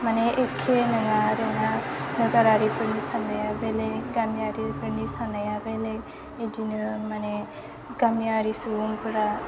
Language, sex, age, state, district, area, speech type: Bodo, female, 18-30, Assam, Udalguri, rural, spontaneous